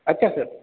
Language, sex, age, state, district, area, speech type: Marathi, male, 30-45, Maharashtra, Washim, rural, conversation